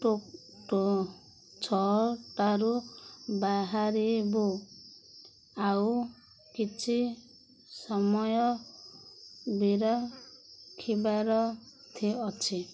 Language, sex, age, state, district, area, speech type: Odia, female, 45-60, Odisha, Koraput, urban, spontaneous